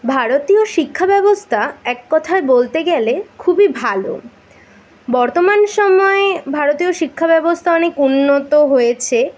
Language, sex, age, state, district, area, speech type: Bengali, female, 18-30, West Bengal, Kolkata, urban, spontaneous